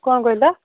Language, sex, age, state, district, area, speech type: Odia, female, 45-60, Odisha, Angul, rural, conversation